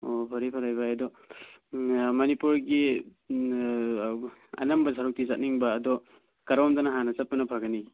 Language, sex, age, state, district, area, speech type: Manipuri, male, 18-30, Manipur, Kangpokpi, urban, conversation